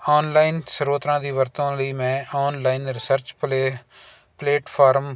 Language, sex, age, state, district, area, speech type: Punjabi, male, 45-60, Punjab, Jalandhar, urban, spontaneous